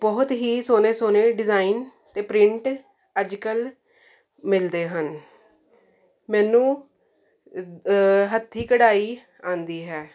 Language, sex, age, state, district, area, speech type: Punjabi, female, 30-45, Punjab, Jalandhar, urban, spontaneous